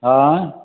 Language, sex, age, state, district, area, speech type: Sindhi, male, 45-60, Gujarat, Surat, urban, conversation